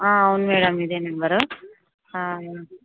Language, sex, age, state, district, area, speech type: Telugu, female, 18-30, Telangana, Ranga Reddy, rural, conversation